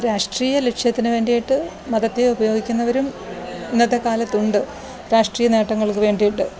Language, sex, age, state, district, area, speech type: Malayalam, female, 45-60, Kerala, Alappuzha, rural, spontaneous